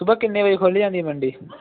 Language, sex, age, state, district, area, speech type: Punjabi, male, 18-30, Punjab, Muktsar, rural, conversation